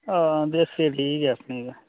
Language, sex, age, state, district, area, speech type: Dogri, male, 18-30, Jammu and Kashmir, Udhampur, rural, conversation